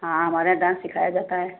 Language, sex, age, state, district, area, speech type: Hindi, female, 60+, Uttar Pradesh, Sitapur, rural, conversation